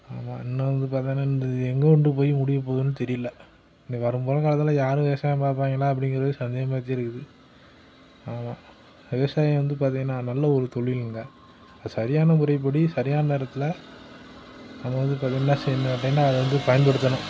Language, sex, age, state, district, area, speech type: Tamil, male, 30-45, Tamil Nadu, Tiruppur, rural, spontaneous